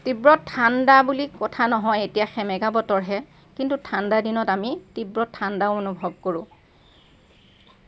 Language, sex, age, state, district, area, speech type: Assamese, female, 45-60, Assam, Lakhimpur, rural, spontaneous